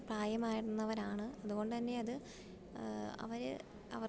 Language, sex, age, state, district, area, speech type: Malayalam, female, 18-30, Kerala, Idukki, rural, spontaneous